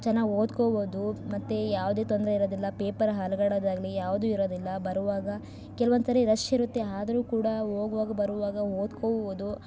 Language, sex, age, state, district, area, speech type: Kannada, female, 18-30, Karnataka, Chikkaballapur, rural, spontaneous